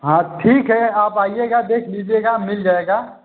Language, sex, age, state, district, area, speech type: Hindi, male, 30-45, Uttar Pradesh, Ghazipur, rural, conversation